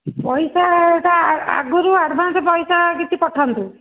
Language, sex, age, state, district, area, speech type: Odia, female, 45-60, Odisha, Dhenkanal, rural, conversation